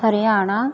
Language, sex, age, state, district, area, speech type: Punjabi, female, 30-45, Punjab, Mansa, rural, spontaneous